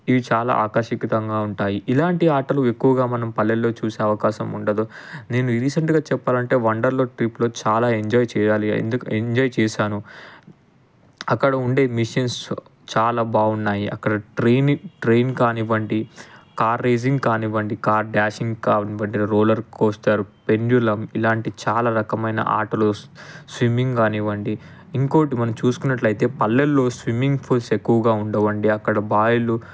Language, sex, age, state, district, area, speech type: Telugu, male, 18-30, Telangana, Ranga Reddy, urban, spontaneous